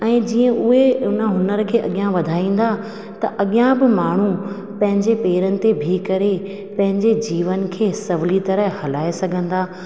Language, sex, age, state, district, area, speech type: Sindhi, female, 30-45, Rajasthan, Ajmer, urban, spontaneous